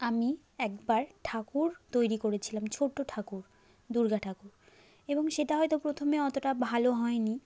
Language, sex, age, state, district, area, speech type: Bengali, female, 30-45, West Bengal, South 24 Parganas, rural, spontaneous